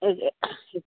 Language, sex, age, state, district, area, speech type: Telugu, female, 45-60, Telangana, Karimnagar, urban, conversation